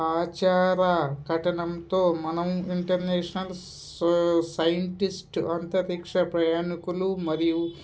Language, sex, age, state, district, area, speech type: Telugu, male, 30-45, Andhra Pradesh, Kadapa, rural, spontaneous